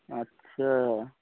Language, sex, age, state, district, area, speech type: Maithili, male, 18-30, Bihar, Saharsa, rural, conversation